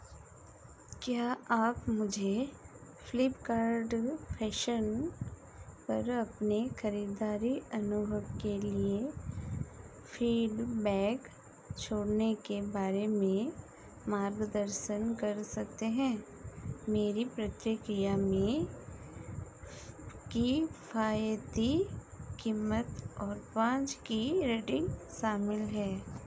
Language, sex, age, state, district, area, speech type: Hindi, female, 45-60, Madhya Pradesh, Chhindwara, rural, read